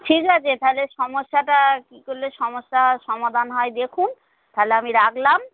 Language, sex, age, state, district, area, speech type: Bengali, female, 30-45, West Bengal, North 24 Parganas, urban, conversation